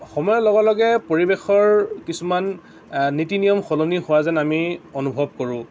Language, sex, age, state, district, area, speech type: Assamese, male, 18-30, Assam, Lakhimpur, rural, spontaneous